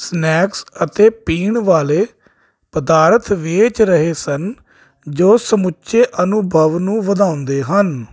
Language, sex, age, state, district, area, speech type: Punjabi, male, 30-45, Punjab, Jalandhar, urban, spontaneous